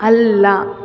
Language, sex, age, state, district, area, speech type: Kannada, female, 18-30, Karnataka, Mysore, urban, read